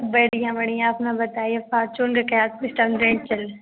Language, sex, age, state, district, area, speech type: Hindi, female, 18-30, Uttar Pradesh, Ghazipur, rural, conversation